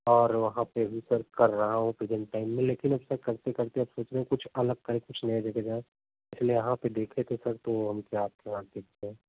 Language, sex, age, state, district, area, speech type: Hindi, male, 18-30, Uttar Pradesh, Prayagraj, rural, conversation